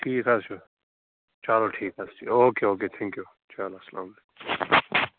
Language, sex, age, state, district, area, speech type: Kashmiri, male, 18-30, Jammu and Kashmir, Pulwama, rural, conversation